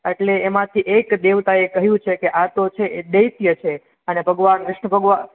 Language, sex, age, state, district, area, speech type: Gujarati, male, 18-30, Gujarat, Anand, urban, conversation